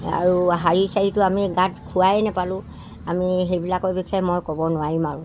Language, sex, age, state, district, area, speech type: Assamese, male, 60+, Assam, Dibrugarh, rural, spontaneous